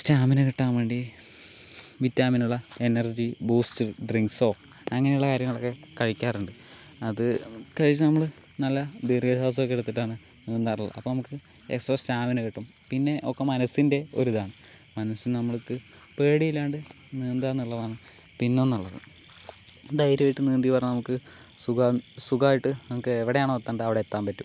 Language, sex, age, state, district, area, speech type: Malayalam, male, 18-30, Kerala, Palakkad, rural, spontaneous